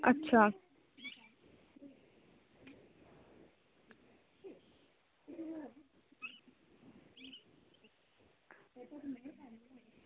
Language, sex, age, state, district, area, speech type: Dogri, female, 18-30, Jammu and Kashmir, Samba, rural, conversation